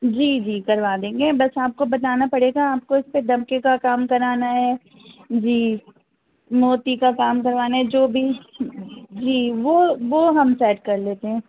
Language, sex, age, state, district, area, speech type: Urdu, female, 30-45, Uttar Pradesh, Rampur, urban, conversation